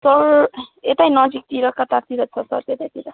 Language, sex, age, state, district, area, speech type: Nepali, male, 18-30, West Bengal, Kalimpong, rural, conversation